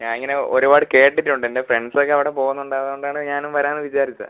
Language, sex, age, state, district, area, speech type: Malayalam, male, 18-30, Kerala, Kollam, rural, conversation